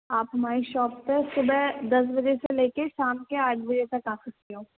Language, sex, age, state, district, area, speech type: Urdu, female, 18-30, Uttar Pradesh, Gautam Buddha Nagar, rural, conversation